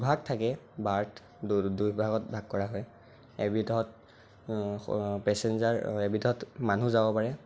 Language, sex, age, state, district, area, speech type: Assamese, male, 18-30, Assam, Sonitpur, rural, spontaneous